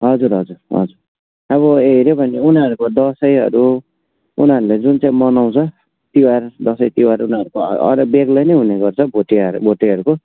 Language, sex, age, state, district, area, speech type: Nepali, male, 18-30, West Bengal, Darjeeling, rural, conversation